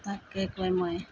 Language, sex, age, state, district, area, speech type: Assamese, female, 45-60, Assam, Tinsukia, rural, spontaneous